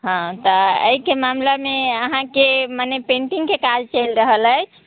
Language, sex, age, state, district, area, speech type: Maithili, female, 30-45, Bihar, Muzaffarpur, rural, conversation